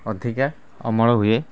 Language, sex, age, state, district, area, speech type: Odia, male, 30-45, Odisha, Kendrapara, urban, spontaneous